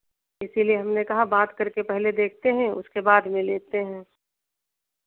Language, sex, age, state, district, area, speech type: Hindi, female, 60+, Uttar Pradesh, Sitapur, rural, conversation